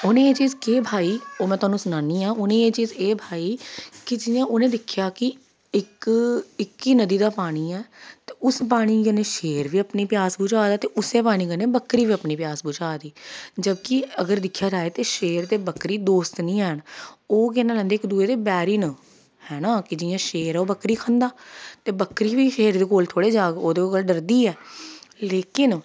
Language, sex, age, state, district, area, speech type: Dogri, female, 30-45, Jammu and Kashmir, Jammu, urban, spontaneous